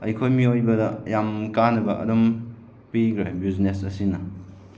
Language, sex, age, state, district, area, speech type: Manipuri, male, 30-45, Manipur, Chandel, rural, spontaneous